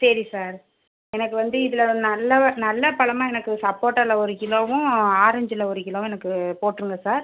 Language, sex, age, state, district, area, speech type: Tamil, female, 30-45, Tamil Nadu, Pudukkottai, rural, conversation